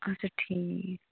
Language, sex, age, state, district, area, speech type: Kashmiri, female, 30-45, Jammu and Kashmir, Pulwama, rural, conversation